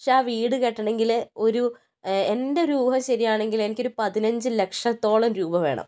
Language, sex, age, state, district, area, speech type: Malayalam, male, 30-45, Kerala, Wayanad, rural, spontaneous